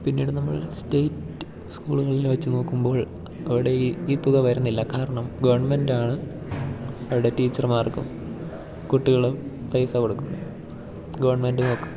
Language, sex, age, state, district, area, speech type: Malayalam, male, 18-30, Kerala, Idukki, rural, spontaneous